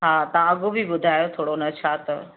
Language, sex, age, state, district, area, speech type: Sindhi, female, 60+, Madhya Pradesh, Katni, urban, conversation